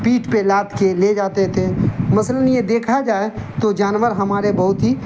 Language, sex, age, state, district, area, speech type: Urdu, male, 45-60, Bihar, Darbhanga, rural, spontaneous